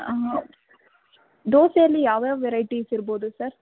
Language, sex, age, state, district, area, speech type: Kannada, female, 18-30, Karnataka, Tumkur, rural, conversation